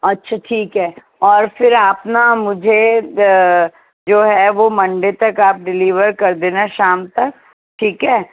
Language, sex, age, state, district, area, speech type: Urdu, female, 60+, Delhi, North East Delhi, urban, conversation